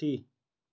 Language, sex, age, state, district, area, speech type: Hindi, male, 30-45, Uttar Pradesh, Ghazipur, rural, read